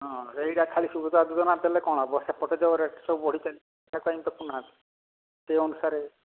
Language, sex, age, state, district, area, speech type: Odia, male, 60+, Odisha, Angul, rural, conversation